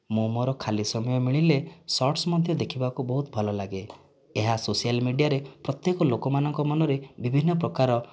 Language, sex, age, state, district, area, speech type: Odia, male, 30-45, Odisha, Kandhamal, rural, spontaneous